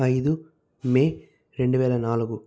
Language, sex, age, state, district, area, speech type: Telugu, male, 45-60, Andhra Pradesh, Chittoor, urban, spontaneous